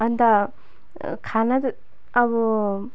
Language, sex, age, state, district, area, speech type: Nepali, female, 30-45, West Bengal, Darjeeling, rural, spontaneous